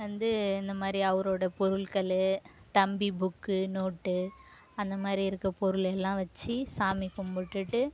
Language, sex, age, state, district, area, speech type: Tamil, female, 18-30, Tamil Nadu, Kallakurichi, rural, spontaneous